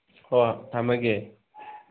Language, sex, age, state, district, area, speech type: Manipuri, male, 30-45, Manipur, Thoubal, rural, conversation